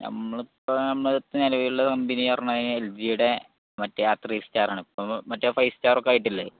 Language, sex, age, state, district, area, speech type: Malayalam, male, 18-30, Kerala, Malappuram, urban, conversation